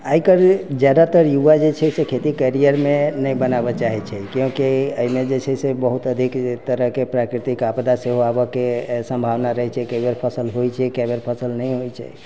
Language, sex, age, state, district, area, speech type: Maithili, male, 60+, Bihar, Sitamarhi, rural, spontaneous